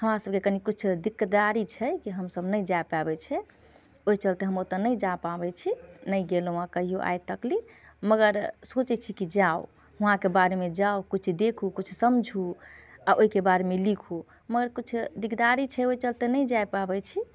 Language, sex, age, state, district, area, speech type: Maithili, female, 18-30, Bihar, Muzaffarpur, rural, spontaneous